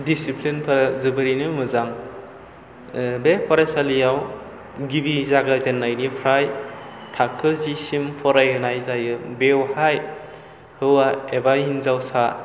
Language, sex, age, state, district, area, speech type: Bodo, male, 18-30, Assam, Chirang, rural, spontaneous